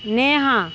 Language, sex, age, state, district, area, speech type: Hindi, female, 45-60, Uttar Pradesh, Mirzapur, rural, spontaneous